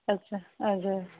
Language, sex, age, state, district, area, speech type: Punjabi, female, 30-45, Punjab, Pathankot, rural, conversation